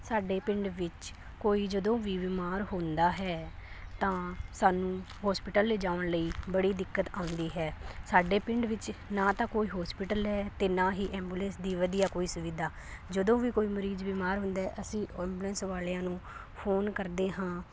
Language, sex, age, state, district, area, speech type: Punjabi, female, 18-30, Punjab, Fazilka, rural, spontaneous